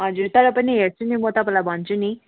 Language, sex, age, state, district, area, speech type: Nepali, female, 30-45, West Bengal, Darjeeling, rural, conversation